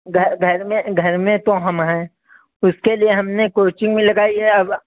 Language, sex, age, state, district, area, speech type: Hindi, male, 30-45, Uttar Pradesh, Sitapur, rural, conversation